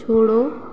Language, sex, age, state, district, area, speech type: Hindi, female, 18-30, Madhya Pradesh, Narsinghpur, rural, read